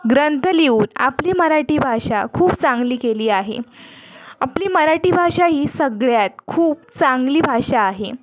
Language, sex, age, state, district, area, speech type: Marathi, female, 18-30, Maharashtra, Sindhudurg, rural, spontaneous